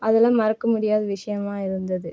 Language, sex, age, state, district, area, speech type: Tamil, female, 18-30, Tamil Nadu, Cuddalore, rural, spontaneous